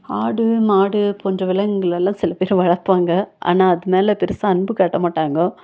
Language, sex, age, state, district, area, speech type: Tamil, female, 45-60, Tamil Nadu, Nilgiris, urban, spontaneous